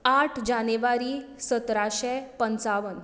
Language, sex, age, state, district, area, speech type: Goan Konkani, female, 30-45, Goa, Tiswadi, rural, spontaneous